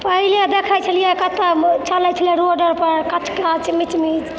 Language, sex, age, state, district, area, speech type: Maithili, female, 60+, Bihar, Purnia, urban, spontaneous